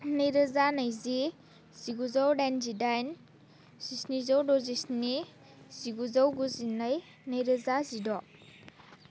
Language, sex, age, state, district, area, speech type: Bodo, female, 18-30, Assam, Baksa, rural, spontaneous